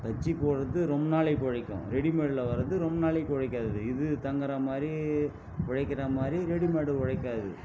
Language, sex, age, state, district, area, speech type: Tamil, male, 60+, Tamil Nadu, Viluppuram, rural, spontaneous